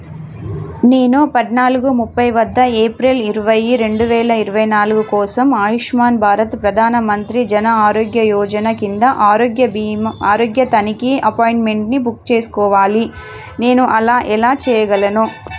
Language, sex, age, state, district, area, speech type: Telugu, female, 30-45, Telangana, Warangal, urban, read